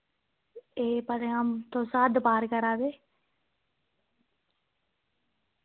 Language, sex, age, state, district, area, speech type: Dogri, female, 18-30, Jammu and Kashmir, Reasi, rural, conversation